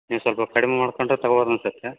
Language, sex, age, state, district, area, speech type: Kannada, male, 30-45, Karnataka, Bellary, rural, conversation